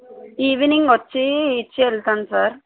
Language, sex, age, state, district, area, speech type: Telugu, female, 18-30, Telangana, Yadadri Bhuvanagiri, urban, conversation